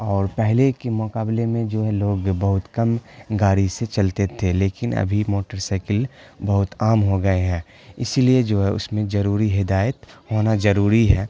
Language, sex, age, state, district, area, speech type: Urdu, male, 18-30, Bihar, Khagaria, rural, spontaneous